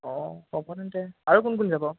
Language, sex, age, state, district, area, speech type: Assamese, male, 18-30, Assam, Jorhat, urban, conversation